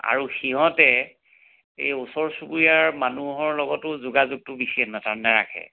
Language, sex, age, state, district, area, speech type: Assamese, male, 60+, Assam, Majuli, urban, conversation